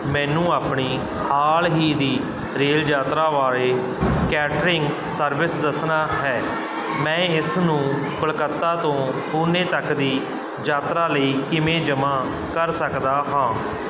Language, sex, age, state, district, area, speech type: Punjabi, male, 30-45, Punjab, Barnala, rural, read